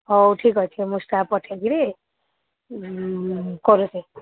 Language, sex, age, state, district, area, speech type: Odia, female, 45-60, Odisha, Sambalpur, rural, conversation